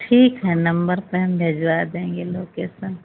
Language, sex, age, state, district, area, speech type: Hindi, female, 60+, Uttar Pradesh, Ayodhya, rural, conversation